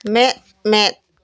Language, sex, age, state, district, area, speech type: Santali, female, 30-45, West Bengal, Jhargram, rural, read